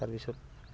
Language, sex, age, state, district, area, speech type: Assamese, male, 18-30, Assam, Goalpara, rural, spontaneous